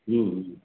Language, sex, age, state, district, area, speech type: Maithili, male, 45-60, Bihar, Madhubani, urban, conversation